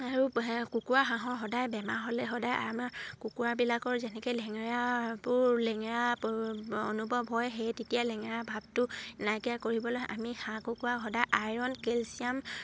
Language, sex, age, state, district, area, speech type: Assamese, female, 45-60, Assam, Dibrugarh, rural, spontaneous